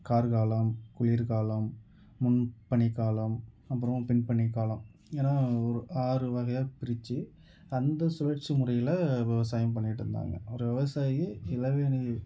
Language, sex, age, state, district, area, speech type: Tamil, male, 30-45, Tamil Nadu, Tiruvarur, rural, spontaneous